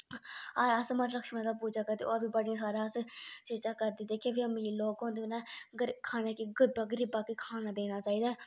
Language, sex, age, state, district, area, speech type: Dogri, female, 30-45, Jammu and Kashmir, Udhampur, urban, spontaneous